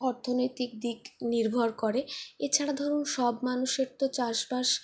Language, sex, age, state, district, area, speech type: Bengali, female, 45-60, West Bengal, Purulia, urban, spontaneous